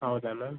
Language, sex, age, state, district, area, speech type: Kannada, male, 18-30, Karnataka, Davanagere, rural, conversation